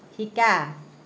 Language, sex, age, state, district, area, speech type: Assamese, female, 45-60, Assam, Lakhimpur, rural, read